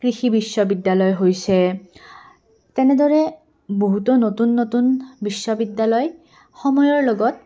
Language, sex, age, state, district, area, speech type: Assamese, female, 18-30, Assam, Goalpara, urban, spontaneous